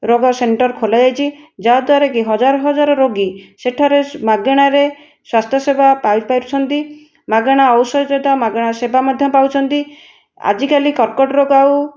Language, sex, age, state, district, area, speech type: Odia, female, 60+, Odisha, Nayagarh, rural, spontaneous